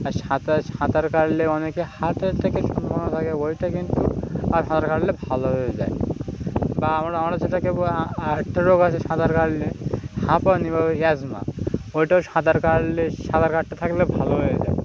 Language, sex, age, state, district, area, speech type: Bengali, male, 18-30, West Bengal, Birbhum, urban, spontaneous